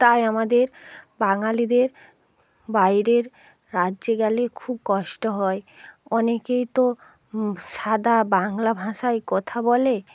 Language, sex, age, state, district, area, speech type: Bengali, female, 45-60, West Bengal, Hooghly, urban, spontaneous